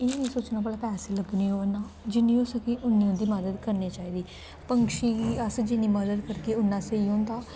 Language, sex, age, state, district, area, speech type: Dogri, female, 18-30, Jammu and Kashmir, Kathua, rural, spontaneous